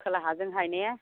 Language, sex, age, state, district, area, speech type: Bodo, female, 45-60, Assam, Chirang, rural, conversation